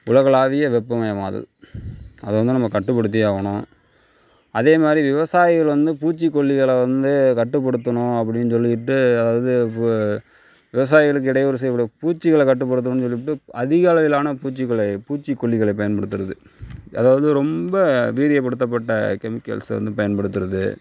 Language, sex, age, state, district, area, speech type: Tamil, female, 30-45, Tamil Nadu, Tiruvarur, urban, spontaneous